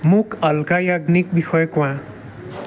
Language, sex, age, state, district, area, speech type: Assamese, male, 18-30, Assam, Jorhat, urban, read